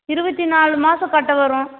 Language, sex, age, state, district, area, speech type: Tamil, female, 30-45, Tamil Nadu, Tiruvannamalai, rural, conversation